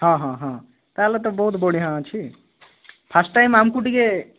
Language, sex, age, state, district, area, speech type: Odia, male, 18-30, Odisha, Boudh, rural, conversation